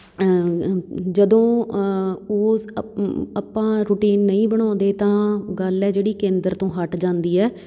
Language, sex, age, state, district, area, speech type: Punjabi, female, 30-45, Punjab, Patiala, rural, spontaneous